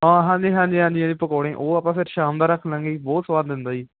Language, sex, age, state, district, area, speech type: Punjabi, male, 18-30, Punjab, Ludhiana, urban, conversation